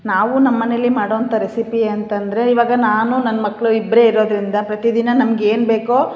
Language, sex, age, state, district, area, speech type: Kannada, female, 45-60, Karnataka, Chitradurga, urban, spontaneous